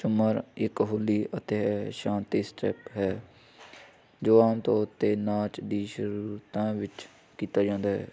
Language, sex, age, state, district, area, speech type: Punjabi, male, 18-30, Punjab, Hoshiarpur, rural, spontaneous